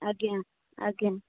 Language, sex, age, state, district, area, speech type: Odia, female, 30-45, Odisha, Nayagarh, rural, conversation